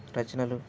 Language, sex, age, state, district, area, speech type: Telugu, male, 18-30, Andhra Pradesh, N T Rama Rao, urban, spontaneous